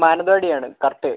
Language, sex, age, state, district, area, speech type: Malayalam, male, 18-30, Kerala, Wayanad, rural, conversation